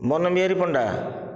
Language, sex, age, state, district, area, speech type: Odia, male, 60+, Odisha, Nayagarh, rural, spontaneous